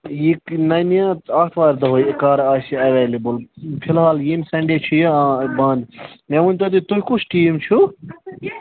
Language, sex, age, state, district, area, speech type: Kashmiri, male, 18-30, Jammu and Kashmir, Ganderbal, rural, conversation